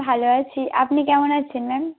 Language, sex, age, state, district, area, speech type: Bengali, female, 18-30, West Bengal, Birbhum, urban, conversation